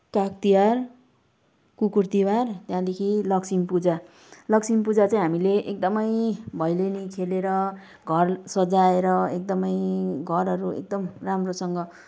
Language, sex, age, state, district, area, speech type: Nepali, female, 30-45, West Bengal, Kalimpong, rural, spontaneous